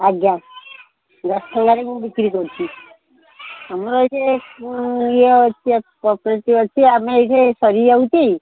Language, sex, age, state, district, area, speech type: Odia, female, 60+, Odisha, Gajapati, rural, conversation